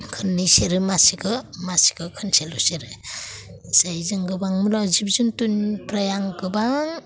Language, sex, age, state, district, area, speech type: Bodo, female, 45-60, Assam, Udalguri, urban, spontaneous